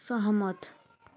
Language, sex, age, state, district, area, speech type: Nepali, female, 30-45, West Bengal, Jalpaiguri, urban, read